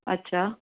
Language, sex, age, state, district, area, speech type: Sindhi, female, 45-60, Gujarat, Kutch, urban, conversation